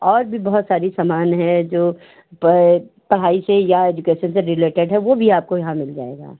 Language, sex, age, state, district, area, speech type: Hindi, female, 60+, Uttar Pradesh, Hardoi, rural, conversation